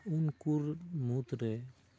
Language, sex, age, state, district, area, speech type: Santali, male, 30-45, West Bengal, Bankura, rural, spontaneous